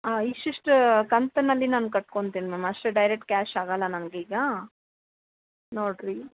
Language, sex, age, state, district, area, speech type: Kannada, female, 30-45, Karnataka, Bellary, rural, conversation